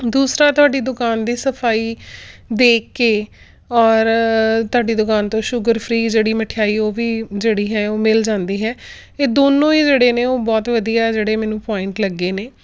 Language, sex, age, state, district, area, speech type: Punjabi, female, 45-60, Punjab, Tarn Taran, urban, spontaneous